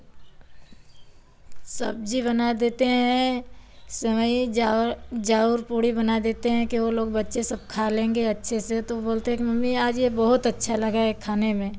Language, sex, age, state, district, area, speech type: Hindi, female, 45-60, Uttar Pradesh, Varanasi, rural, spontaneous